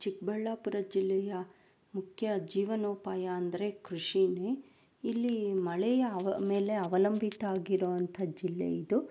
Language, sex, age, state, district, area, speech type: Kannada, female, 30-45, Karnataka, Chikkaballapur, rural, spontaneous